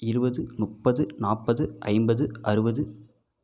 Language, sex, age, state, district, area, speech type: Tamil, male, 18-30, Tamil Nadu, Namakkal, rural, spontaneous